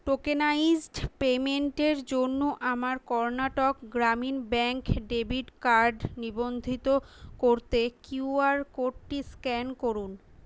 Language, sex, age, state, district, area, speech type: Bengali, female, 18-30, West Bengal, Kolkata, urban, read